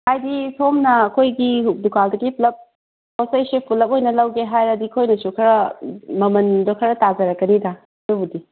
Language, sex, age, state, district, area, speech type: Manipuri, female, 30-45, Manipur, Kangpokpi, urban, conversation